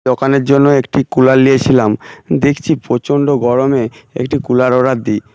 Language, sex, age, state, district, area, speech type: Bengali, male, 60+, West Bengal, Jhargram, rural, spontaneous